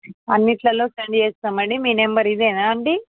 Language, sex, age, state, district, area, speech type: Telugu, female, 18-30, Andhra Pradesh, Visakhapatnam, urban, conversation